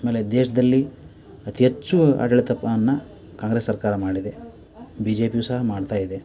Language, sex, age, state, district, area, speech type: Kannada, male, 30-45, Karnataka, Koppal, rural, spontaneous